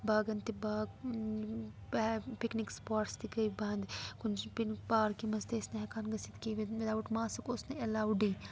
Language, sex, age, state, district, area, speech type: Kashmiri, female, 18-30, Jammu and Kashmir, Srinagar, rural, spontaneous